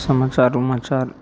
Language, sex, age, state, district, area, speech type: Maithili, male, 18-30, Bihar, Madhepura, rural, spontaneous